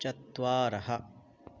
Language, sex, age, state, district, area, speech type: Sanskrit, male, 30-45, West Bengal, Murshidabad, urban, read